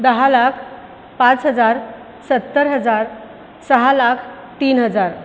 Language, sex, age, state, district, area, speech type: Marathi, female, 45-60, Maharashtra, Buldhana, urban, spontaneous